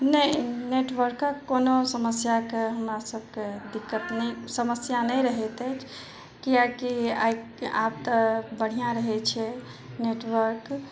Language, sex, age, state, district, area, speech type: Maithili, female, 45-60, Bihar, Madhubani, rural, spontaneous